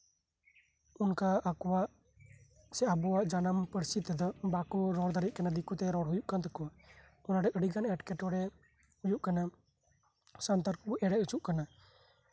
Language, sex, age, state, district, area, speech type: Santali, male, 18-30, West Bengal, Birbhum, rural, spontaneous